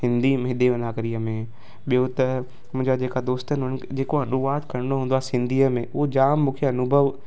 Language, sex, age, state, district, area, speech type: Sindhi, male, 18-30, Gujarat, Surat, urban, spontaneous